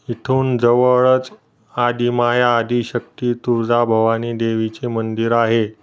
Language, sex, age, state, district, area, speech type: Marathi, male, 30-45, Maharashtra, Osmanabad, rural, spontaneous